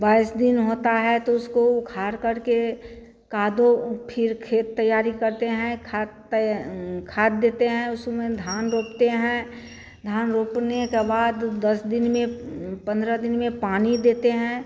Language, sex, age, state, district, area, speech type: Hindi, female, 45-60, Bihar, Madhepura, rural, spontaneous